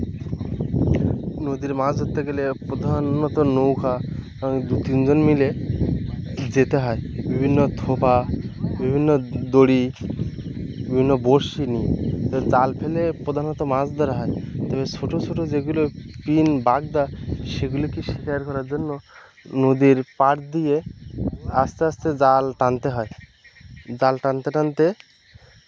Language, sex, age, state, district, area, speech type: Bengali, male, 18-30, West Bengal, Birbhum, urban, spontaneous